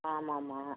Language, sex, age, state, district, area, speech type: Tamil, female, 60+, Tamil Nadu, Namakkal, rural, conversation